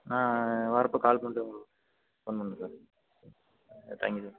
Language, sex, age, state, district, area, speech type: Tamil, male, 45-60, Tamil Nadu, Tiruvarur, urban, conversation